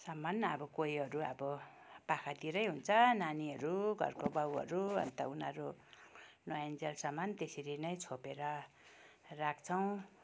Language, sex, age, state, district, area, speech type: Nepali, female, 60+, West Bengal, Kalimpong, rural, spontaneous